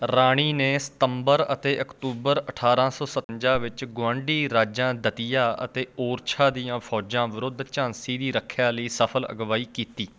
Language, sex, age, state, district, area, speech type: Punjabi, male, 30-45, Punjab, Patiala, rural, read